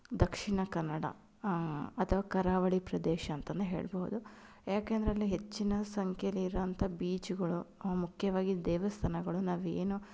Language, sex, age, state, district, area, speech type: Kannada, female, 30-45, Karnataka, Chitradurga, urban, spontaneous